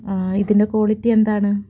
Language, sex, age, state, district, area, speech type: Malayalam, female, 30-45, Kerala, Malappuram, rural, spontaneous